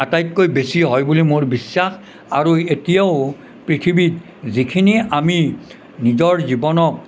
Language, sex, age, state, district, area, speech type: Assamese, male, 60+, Assam, Nalbari, rural, spontaneous